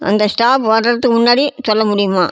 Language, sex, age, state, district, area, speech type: Tamil, female, 60+, Tamil Nadu, Namakkal, rural, spontaneous